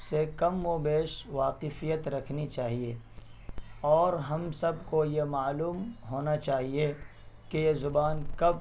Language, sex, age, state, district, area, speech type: Urdu, male, 18-30, Bihar, Purnia, rural, spontaneous